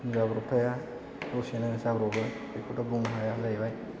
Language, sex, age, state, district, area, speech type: Bodo, male, 18-30, Assam, Chirang, rural, spontaneous